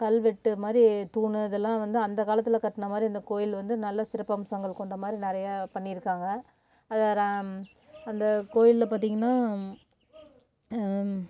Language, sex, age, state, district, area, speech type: Tamil, female, 30-45, Tamil Nadu, Namakkal, rural, spontaneous